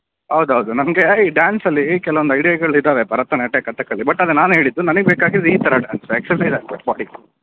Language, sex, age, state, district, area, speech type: Kannada, male, 30-45, Karnataka, Davanagere, urban, conversation